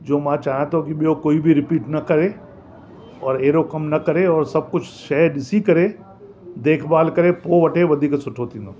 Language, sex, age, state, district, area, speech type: Sindhi, male, 60+, Delhi, South Delhi, urban, spontaneous